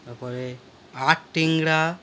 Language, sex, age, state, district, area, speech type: Bengali, male, 30-45, West Bengal, Howrah, urban, spontaneous